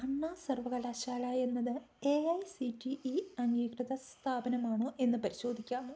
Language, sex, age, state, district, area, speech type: Malayalam, female, 18-30, Kerala, Idukki, rural, read